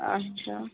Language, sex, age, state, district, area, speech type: Kashmiri, female, 30-45, Jammu and Kashmir, Shopian, urban, conversation